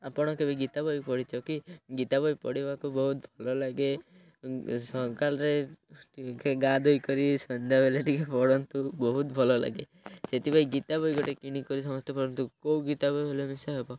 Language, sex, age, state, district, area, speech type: Odia, male, 18-30, Odisha, Malkangiri, urban, spontaneous